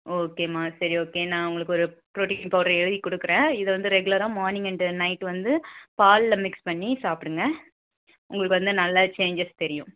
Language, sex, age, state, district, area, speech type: Tamil, female, 18-30, Tamil Nadu, Virudhunagar, rural, conversation